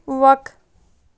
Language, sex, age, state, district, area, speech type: Kashmiri, female, 18-30, Jammu and Kashmir, Kupwara, rural, read